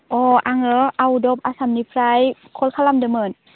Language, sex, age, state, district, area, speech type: Bodo, female, 18-30, Assam, Baksa, rural, conversation